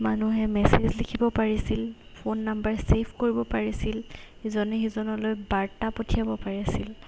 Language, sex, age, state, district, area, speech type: Assamese, female, 18-30, Assam, Golaghat, urban, spontaneous